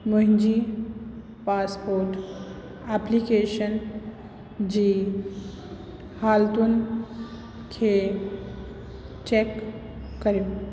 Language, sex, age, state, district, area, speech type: Sindhi, female, 45-60, Uttar Pradesh, Lucknow, urban, read